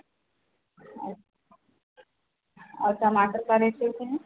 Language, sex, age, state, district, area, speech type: Hindi, female, 45-60, Uttar Pradesh, Azamgarh, rural, conversation